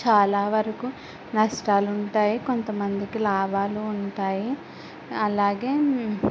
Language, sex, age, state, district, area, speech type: Telugu, female, 18-30, Andhra Pradesh, Eluru, rural, spontaneous